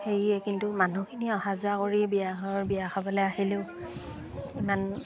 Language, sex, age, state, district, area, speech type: Assamese, female, 30-45, Assam, Lakhimpur, rural, spontaneous